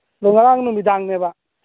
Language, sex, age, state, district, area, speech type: Manipuri, male, 30-45, Manipur, Churachandpur, rural, conversation